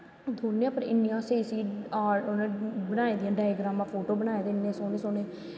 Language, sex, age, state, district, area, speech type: Dogri, female, 18-30, Jammu and Kashmir, Jammu, rural, spontaneous